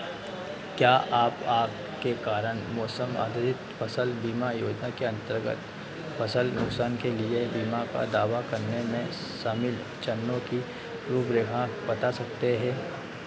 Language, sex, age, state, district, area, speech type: Hindi, male, 30-45, Madhya Pradesh, Harda, urban, read